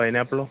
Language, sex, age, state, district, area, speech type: Malayalam, male, 18-30, Kerala, Kollam, rural, conversation